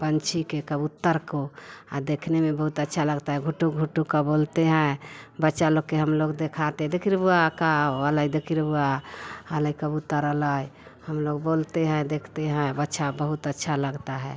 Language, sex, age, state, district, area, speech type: Hindi, female, 45-60, Bihar, Vaishali, rural, spontaneous